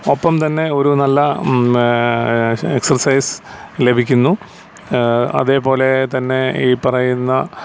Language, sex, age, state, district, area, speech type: Malayalam, male, 45-60, Kerala, Alappuzha, rural, spontaneous